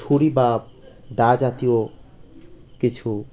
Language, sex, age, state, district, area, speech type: Bengali, male, 30-45, West Bengal, Birbhum, urban, spontaneous